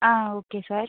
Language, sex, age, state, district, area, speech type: Tamil, female, 30-45, Tamil Nadu, Pudukkottai, rural, conversation